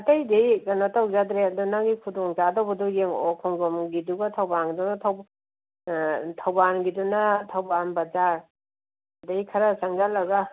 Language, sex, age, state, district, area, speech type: Manipuri, female, 45-60, Manipur, Kangpokpi, urban, conversation